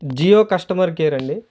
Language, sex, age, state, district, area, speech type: Telugu, male, 30-45, Andhra Pradesh, Guntur, urban, spontaneous